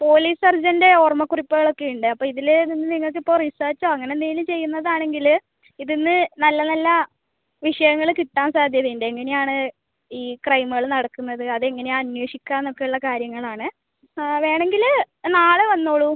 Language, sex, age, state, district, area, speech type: Malayalam, female, 18-30, Kerala, Kasaragod, urban, conversation